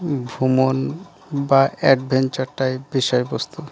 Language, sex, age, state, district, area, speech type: Bengali, male, 30-45, West Bengal, Dakshin Dinajpur, urban, spontaneous